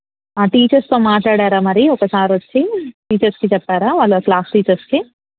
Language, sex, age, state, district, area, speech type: Telugu, female, 45-60, Andhra Pradesh, N T Rama Rao, rural, conversation